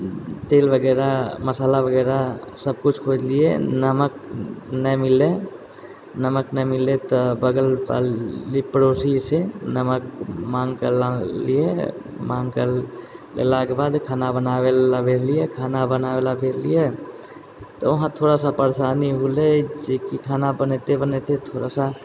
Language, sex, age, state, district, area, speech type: Maithili, female, 30-45, Bihar, Purnia, rural, spontaneous